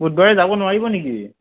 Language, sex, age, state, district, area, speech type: Assamese, male, 45-60, Assam, Morigaon, rural, conversation